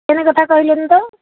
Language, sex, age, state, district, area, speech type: Odia, female, 45-60, Odisha, Puri, urban, conversation